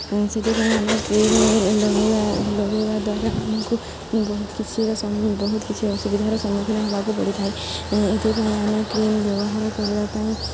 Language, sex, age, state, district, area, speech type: Odia, female, 18-30, Odisha, Subarnapur, urban, spontaneous